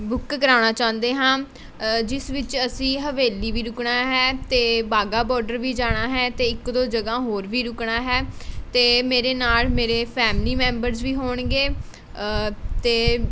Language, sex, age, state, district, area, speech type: Punjabi, female, 18-30, Punjab, Mohali, rural, spontaneous